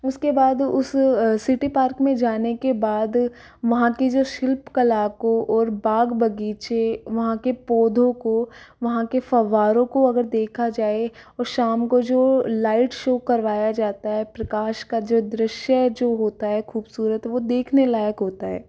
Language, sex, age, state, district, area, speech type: Hindi, female, 18-30, Rajasthan, Jaipur, urban, spontaneous